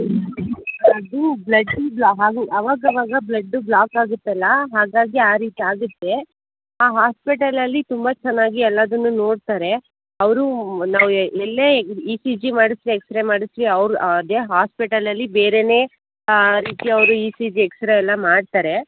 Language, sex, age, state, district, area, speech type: Kannada, female, 18-30, Karnataka, Tumkur, urban, conversation